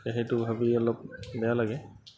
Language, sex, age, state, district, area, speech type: Assamese, male, 30-45, Assam, Goalpara, urban, spontaneous